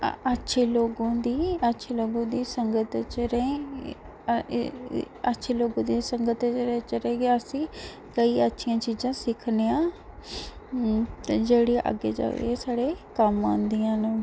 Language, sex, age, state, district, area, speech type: Dogri, female, 18-30, Jammu and Kashmir, Kathua, rural, spontaneous